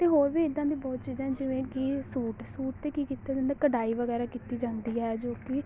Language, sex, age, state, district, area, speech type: Punjabi, female, 18-30, Punjab, Amritsar, urban, spontaneous